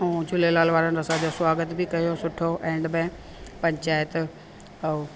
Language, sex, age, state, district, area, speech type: Sindhi, female, 45-60, Delhi, South Delhi, urban, spontaneous